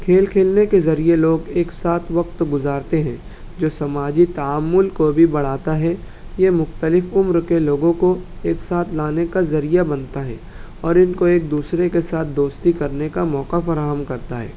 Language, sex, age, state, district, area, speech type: Urdu, male, 60+, Maharashtra, Nashik, rural, spontaneous